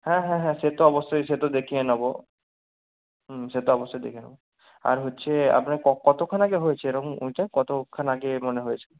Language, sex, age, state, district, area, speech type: Bengali, male, 30-45, West Bengal, Purba Medinipur, rural, conversation